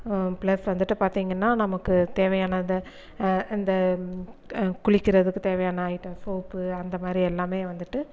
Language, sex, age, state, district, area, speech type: Tamil, female, 45-60, Tamil Nadu, Erode, rural, spontaneous